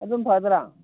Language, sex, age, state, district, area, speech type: Manipuri, female, 45-60, Manipur, Kangpokpi, urban, conversation